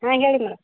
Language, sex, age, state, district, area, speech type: Kannada, female, 45-60, Karnataka, Dharwad, rural, conversation